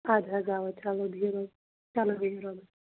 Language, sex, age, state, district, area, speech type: Kashmiri, female, 45-60, Jammu and Kashmir, Shopian, rural, conversation